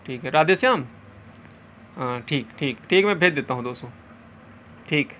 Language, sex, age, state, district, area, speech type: Urdu, male, 30-45, Uttar Pradesh, Balrampur, rural, spontaneous